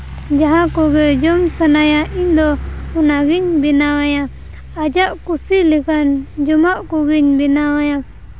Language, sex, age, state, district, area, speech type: Santali, female, 18-30, Jharkhand, Seraikela Kharsawan, rural, spontaneous